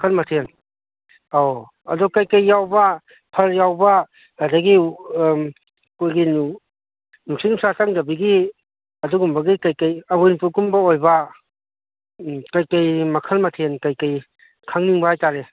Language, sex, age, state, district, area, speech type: Manipuri, male, 30-45, Manipur, Kangpokpi, urban, conversation